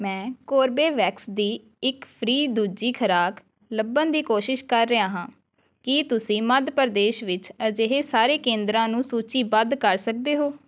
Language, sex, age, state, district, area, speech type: Punjabi, female, 18-30, Punjab, Amritsar, urban, read